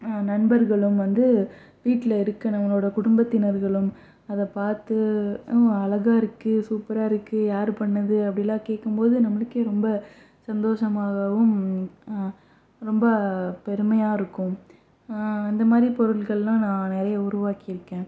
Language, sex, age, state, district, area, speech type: Tamil, female, 30-45, Tamil Nadu, Pudukkottai, rural, spontaneous